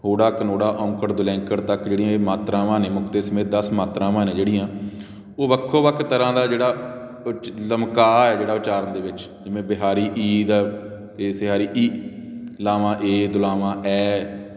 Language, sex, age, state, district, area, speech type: Punjabi, male, 30-45, Punjab, Patiala, rural, spontaneous